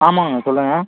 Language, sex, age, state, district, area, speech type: Tamil, male, 18-30, Tamil Nadu, Tiruchirappalli, rural, conversation